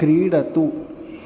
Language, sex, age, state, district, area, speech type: Sanskrit, male, 18-30, Maharashtra, Chandrapur, urban, read